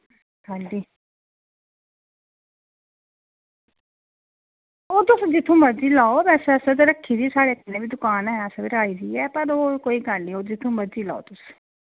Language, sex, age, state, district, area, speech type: Dogri, female, 45-60, Jammu and Kashmir, Udhampur, rural, conversation